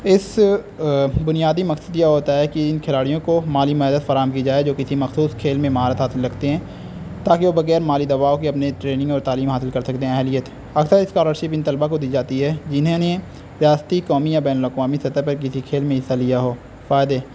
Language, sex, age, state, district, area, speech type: Urdu, male, 18-30, Uttar Pradesh, Azamgarh, rural, spontaneous